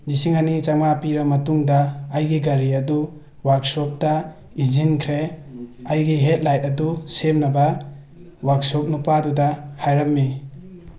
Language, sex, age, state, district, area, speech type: Manipuri, male, 30-45, Manipur, Tengnoupal, urban, spontaneous